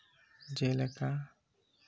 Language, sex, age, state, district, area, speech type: Santali, male, 18-30, West Bengal, Bankura, rural, spontaneous